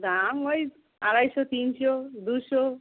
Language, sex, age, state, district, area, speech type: Bengali, female, 45-60, West Bengal, Darjeeling, rural, conversation